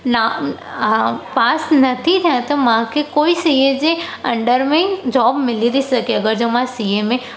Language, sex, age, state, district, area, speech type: Sindhi, female, 18-30, Gujarat, Surat, urban, spontaneous